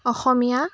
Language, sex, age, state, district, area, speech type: Assamese, female, 30-45, Assam, Dibrugarh, rural, spontaneous